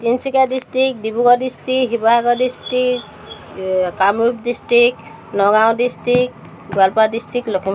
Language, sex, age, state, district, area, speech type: Assamese, female, 30-45, Assam, Tinsukia, urban, spontaneous